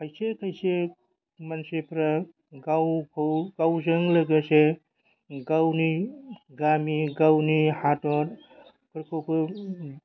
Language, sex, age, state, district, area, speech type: Bodo, male, 45-60, Assam, Chirang, urban, spontaneous